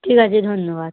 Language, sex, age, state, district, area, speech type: Bengali, female, 18-30, West Bengal, North 24 Parganas, rural, conversation